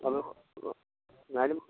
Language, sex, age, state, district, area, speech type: Malayalam, male, 45-60, Kerala, Kottayam, rural, conversation